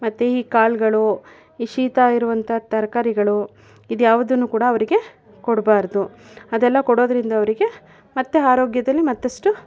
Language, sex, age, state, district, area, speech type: Kannada, female, 30-45, Karnataka, Mandya, rural, spontaneous